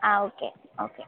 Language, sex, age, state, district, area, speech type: Malayalam, female, 18-30, Kerala, Kottayam, rural, conversation